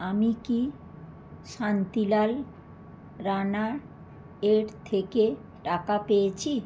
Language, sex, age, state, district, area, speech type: Bengali, female, 45-60, West Bengal, Howrah, urban, read